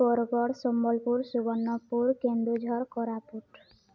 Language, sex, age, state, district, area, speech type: Odia, female, 18-30, Odisha, Balangir, urban, spontaneous